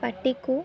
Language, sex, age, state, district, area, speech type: Odia, female, 18-30, Odisha, Kendrapara, urban, spontaneous